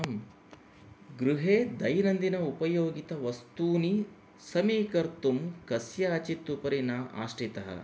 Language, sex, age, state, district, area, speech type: Sanskrit, male, 45-60, Karnataka, Chamarajanagar, urban, spontaneous